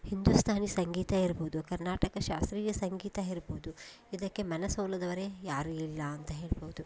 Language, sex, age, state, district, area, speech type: Kannada, female, 30-45, Karnataka, Koppal, urban, spontaneous